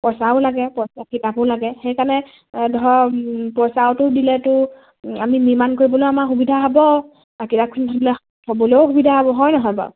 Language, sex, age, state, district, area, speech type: Assamese, female, 18-30, Assam, Lakhimpur, urban, conversation